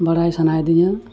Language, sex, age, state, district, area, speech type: Santali, male, 30-45, West Bengal, Dakshin Dinajpur, rural, spontaneous